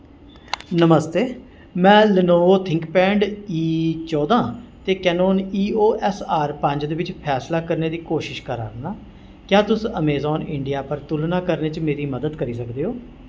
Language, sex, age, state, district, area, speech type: Dogri, male, 45-60, Jammu and Kashmir, Jammu, urban, read